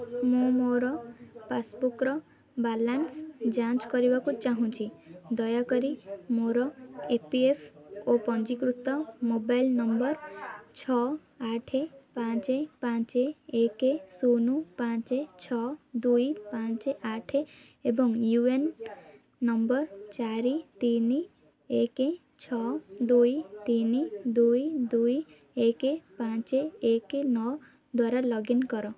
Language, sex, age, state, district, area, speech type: Odia, female, 18-30, Odisha, Kendrapara, urban, read